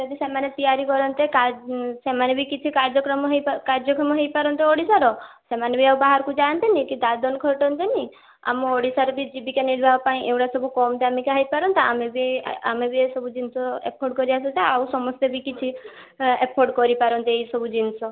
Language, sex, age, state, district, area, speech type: Odia, female, 18-30, Odisha, Balasore, rural, conversation